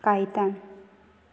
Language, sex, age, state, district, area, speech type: Goan Konkani, female, 18-30, Goa, Murmgao, rural, spontaneous